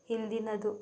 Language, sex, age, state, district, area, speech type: Kannada, female, 18-30, Karnataka, Bidar, urban, read